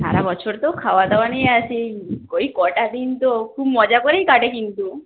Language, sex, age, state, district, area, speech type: Bengali, female, 18-30, West Bengal, Nadia, rural, conversation